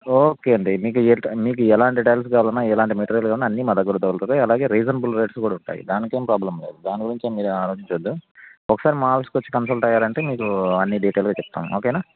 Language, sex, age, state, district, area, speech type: Telugu, male, 30-45, Andhra Pradesh, Anantapur, urban, conversation